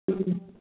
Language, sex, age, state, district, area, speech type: Manipuri, female, 18-30, Manipur, Kangpokpi, rural, conversation